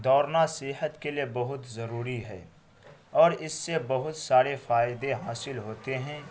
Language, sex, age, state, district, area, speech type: Urdu, male, 18-30, Bihar, Araria, rural, spontaneous